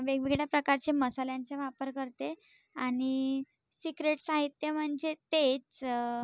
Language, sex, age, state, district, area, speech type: Marathi, female, 30-45, Maharashtra, Nagpur, urban, spontaneous